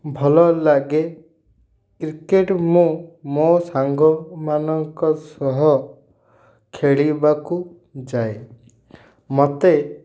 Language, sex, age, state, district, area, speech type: Odia, male, 30-45, Odisha, Ganjam, urban, spontaneous